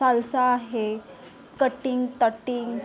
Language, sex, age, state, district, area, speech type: Marathi, female, 18-30, Maharashtra, Solapur, urban, spontaneous